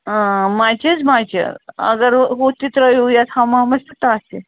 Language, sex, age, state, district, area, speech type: Kashmiri, female, 45-60, Jammu and Kashmir, Ganderbal, rural, conversation